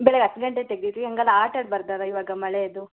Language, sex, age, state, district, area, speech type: Kannada, female, 45-60, Karnataka, Tumkur, rural, conversation